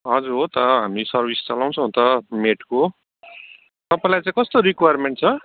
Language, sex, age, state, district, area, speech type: Nepali, male, 30-45, West Bengal, Kalimpong, rural, conversation